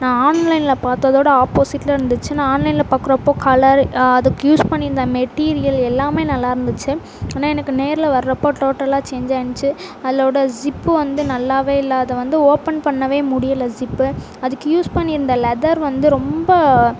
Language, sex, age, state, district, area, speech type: Tamil, female, 18-30, Tamil Nadu, Sivaganga, rural, spontaneous